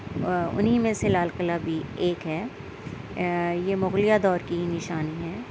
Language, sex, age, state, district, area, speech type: Urdu, female, 30-45, Delhi, Central Delhi, urban, spontaneous